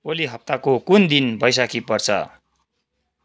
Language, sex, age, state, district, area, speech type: Nepali, male, 45-60, West Bengal, Kalimpong, rural, read